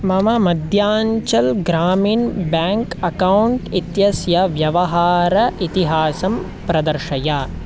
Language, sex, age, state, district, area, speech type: Sanskrit, male, 18-30, Karnataka, Chikkamagaluru, rural, read